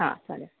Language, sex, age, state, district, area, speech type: Marathi, female, 18-30, Maharashtra, Akola, urban, conversation